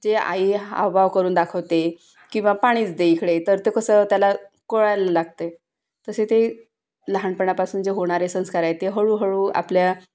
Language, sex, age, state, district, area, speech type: Marathi, female, 30-45, Maharashtra, Wardha, urban, spontaneous